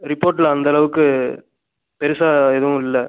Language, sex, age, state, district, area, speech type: Tamil, male, 18-30, Tamil Nadu, Pudukkottai, rural, conversation